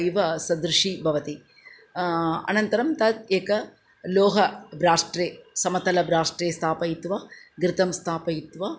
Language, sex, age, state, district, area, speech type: Sanskrit, female, 45-60, Andhra Pradesh, Chittoor, urban, spontaneous